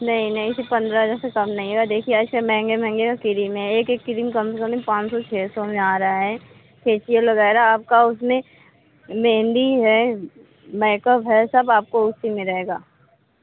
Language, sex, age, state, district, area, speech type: Hindi, female, 45-60, Uttar Pradesh, Mirzapur, urban, conversation